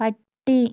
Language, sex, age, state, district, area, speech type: Malayalam, female, 18-30, Kerala, Kozhikode, urban, read